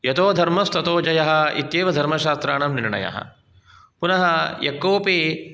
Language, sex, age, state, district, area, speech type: Sanskrit, male, 45-60, Karnataka, Udupi, urban, spontaneous